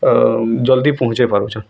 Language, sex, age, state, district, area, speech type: Odia, male, 18-30, Odisha, Bargarh, urban, spontaneous